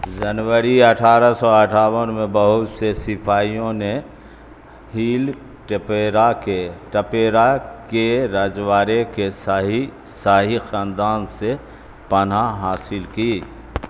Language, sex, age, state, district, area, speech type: Urdu, male, 60+, Bihar, Supaul, rural, read